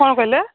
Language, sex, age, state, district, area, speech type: Odia, female, 45-60, Odisha, Angul, rural, conversation